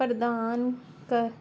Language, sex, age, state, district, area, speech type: Punjabi, female, 30-45, Punjab, Jalandhar, urban, spontaneous